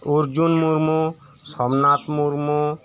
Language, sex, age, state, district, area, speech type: Santali, male, 30-45, West Bengal, Birbhum, rural, spontaneous